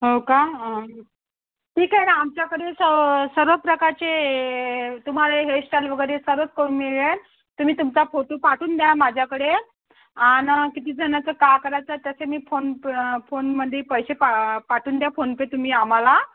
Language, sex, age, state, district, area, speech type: Marathi, female, 30-45, Maharashtra, Thane, urban, conversation